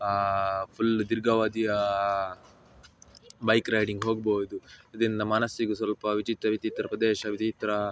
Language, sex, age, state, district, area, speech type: Kannada, male, 18-30, Karnataka, Udupi, rural, spontaneous